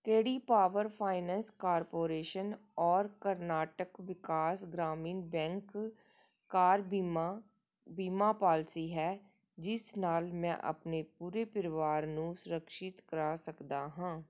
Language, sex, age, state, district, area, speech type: Punjabi, female, 45-60, Punjab, Gurdaspur, urban, read